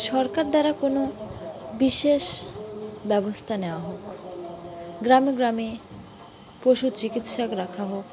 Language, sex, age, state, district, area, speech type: Bengali, female, 30-45, West Bengal, Dakshin Dinajpur, urban, spontaneous